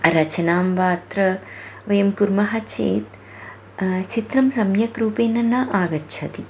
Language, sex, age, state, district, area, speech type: Sanskrit, female, 30-45, Karnataka, Bangalore Urban, urban, spontaneous